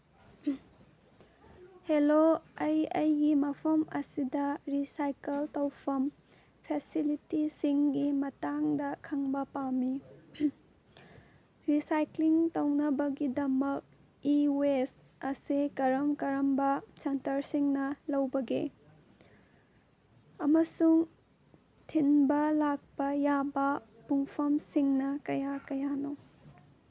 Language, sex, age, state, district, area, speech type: Manipuri, female, 18-30, Manipur, Senapati, urban, read